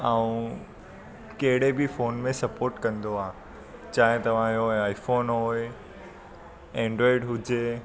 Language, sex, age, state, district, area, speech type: Sindhi, male, 18-30, Gujarat, Surat, urban, spontaneous